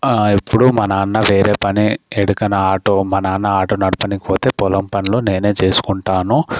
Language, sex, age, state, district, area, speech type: Telugu, male, 18-30, Telangana, Medchal, rural, spontaneous